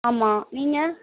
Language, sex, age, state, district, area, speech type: Tamil, female, 18-30, Tamil Nadu, Namakkal, rural, conversation